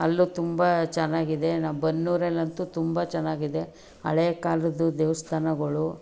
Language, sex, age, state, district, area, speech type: Kannada, female, 60+, Karnataka, Mandya, urban, spontaneous